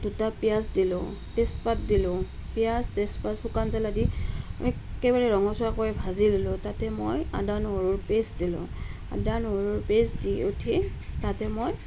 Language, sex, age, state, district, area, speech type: Assamese, female, 30-45, Assam, Nalbari, rural, spontaneous